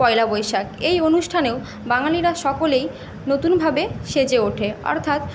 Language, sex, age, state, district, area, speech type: Bengali, female, 18-30, West Bengal, Paschim Medinipur, rural, spontaneous